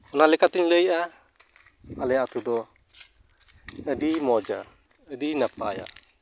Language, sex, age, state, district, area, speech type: Santali, male, 30-45, West Bengal, Uttar Dinajpur, rural, spontaneous